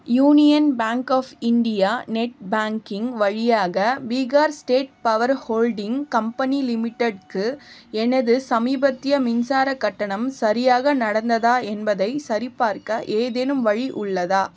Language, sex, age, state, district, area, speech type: Tamil, female, 30-45, Tamil Nadu, Vellore, urban, read